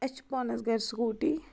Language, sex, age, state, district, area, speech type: Kashmiri, female, 45-60, Jammu and Kashmir, Baramulla, rural, spontaneous